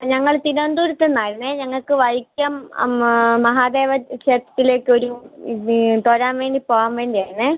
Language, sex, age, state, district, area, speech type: Malayalam, female, 18-30, Kerala, Kottayam, rural, conversation